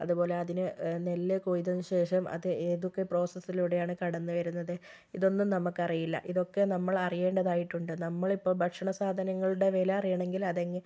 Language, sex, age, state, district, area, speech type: Malayalam, female, 18-30, Kerala, Kozhikode, urban, spontaneous